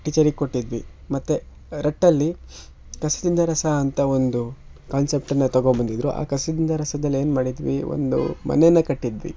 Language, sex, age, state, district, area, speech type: Kannada, male, 18-30, Karnataka, Shimoga, rural, spontaneous